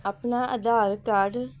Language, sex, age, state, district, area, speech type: Punjabi, female, 45-60, Punjab, Hoshiarpur, rural, spontaneous